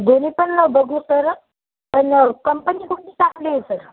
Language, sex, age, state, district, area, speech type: Marathi, female, 18-30, Maharashtra, Jalna, urban, conversation